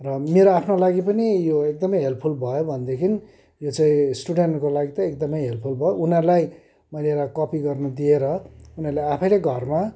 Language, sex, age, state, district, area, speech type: Nepali, male, 60+, West Bengal, Kalimpong, rural, spontaneous